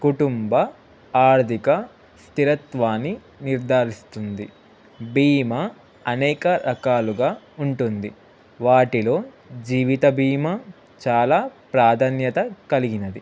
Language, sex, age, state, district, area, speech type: Telugu, male, 18-30, Telangana, Ranga Reddy, urban, spontaneous